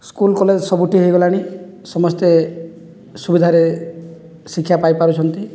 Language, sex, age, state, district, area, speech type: Odia, male, 30-45, Odisha, Boudh, rural, spontaneous